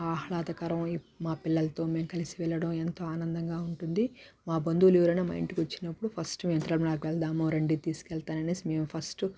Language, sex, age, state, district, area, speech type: Telugu, female, 30-45, Andhra Pradesh, Sri Balaji, urban, spontaneous